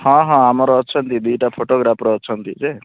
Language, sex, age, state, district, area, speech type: Odia, male, 30-45, Odisha, Rayagada, rural, conversation